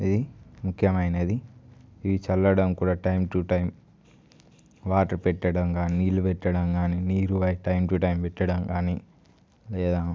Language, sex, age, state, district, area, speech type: Telugu, male, 18-30, Telangana, Nirmal, rural, spontaneous